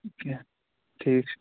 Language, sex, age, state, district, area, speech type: Kashmiri, male, 18-30, Jammu and Kashmir, Shopian, urban, conversation